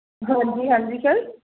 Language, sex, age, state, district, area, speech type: Punjabi, female, 18-30, Punjab, Fatehgarh Sahib, rural, conversation